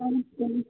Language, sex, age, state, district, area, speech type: Kashmiri, female, 18-30, Jammu and Kashmir, Srinagar, rural, conversation